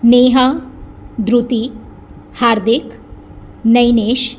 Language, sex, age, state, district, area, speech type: Gujarati, female, 30-45, Gujarat, Surat, urban, spontaneous